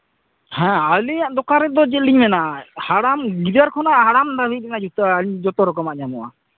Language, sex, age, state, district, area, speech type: Santali, male, 18-30, West Bengal, Purulia, rural, conversation